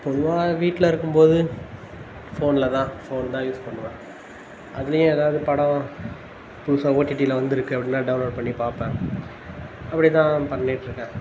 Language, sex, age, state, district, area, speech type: Tamil, male, 18-30, Tamil Nadu, Tiruvannamalai, urban, spontaneous